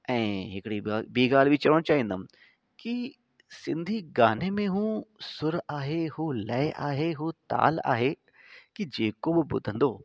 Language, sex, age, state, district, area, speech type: Sindhi, male, 30-45, Delhi, South Delhi, urban, spontaneous